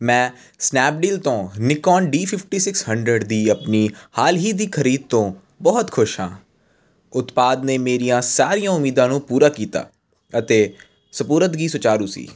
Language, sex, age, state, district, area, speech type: Punjabi, male, 18-30, Punjab, Jalandhar, urban, read